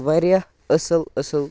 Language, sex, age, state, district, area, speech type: Kashmiri, male, 18-30, Jammu and Kashmir, Baramulla, rural, spontaneous